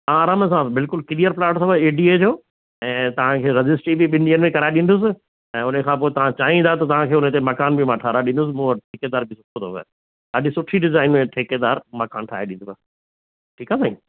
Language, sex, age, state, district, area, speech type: Sindhi, male, 60+, Rajasthan, Ajmer, urban, conversation